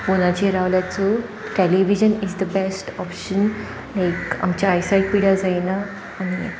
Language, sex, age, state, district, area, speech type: Goan Konkani, female, 18-30, Goa, Sanguem, rural, spontaneous